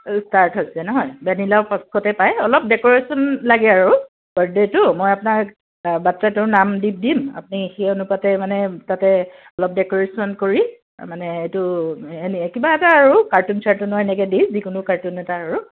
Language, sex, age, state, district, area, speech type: Assamese, female, 45-60, Assam, Dibrugarh, urban, conversation